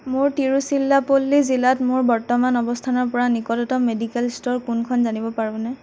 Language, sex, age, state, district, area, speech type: Assamese, female, 18-30, Assam, Nagaon, rural, read